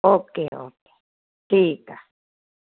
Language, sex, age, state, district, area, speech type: Sindhi, female, 60+, Maharashtra, Thane, urban, conversation